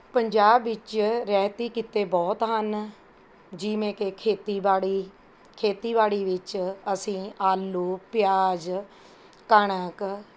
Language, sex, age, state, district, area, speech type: Punjabi, female, 45-60, Punjab, Mohali, urban, spontaneous